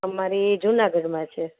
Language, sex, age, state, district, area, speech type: Gujarati, female, 45-60, Gujarat, Junagadh, rural, conversation